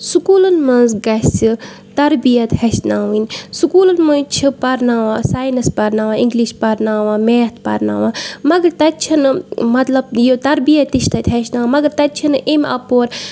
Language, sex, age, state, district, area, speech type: Kashmiri, female, 30-45, Jammu and Kashmir, Bandipora, rural, spontaneous